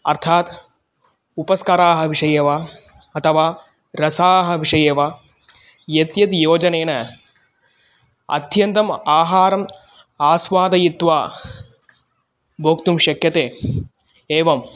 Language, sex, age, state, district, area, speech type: Sanskrit, male, 18-30, Tamil Nadu, Kanyakumari, urban, spontaneous